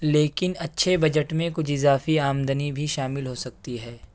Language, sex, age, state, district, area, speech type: Urdu, male, 18-30, Uttar Pradesh, Ghaziabad, urban, read